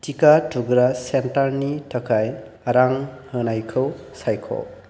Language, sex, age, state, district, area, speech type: Bodo, male, 18-30, Assam, Chirang, rural, read